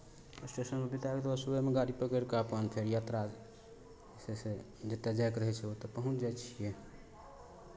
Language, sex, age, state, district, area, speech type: Maithili, male, 45-60, Bihar, Madhepura, rural, spontaneous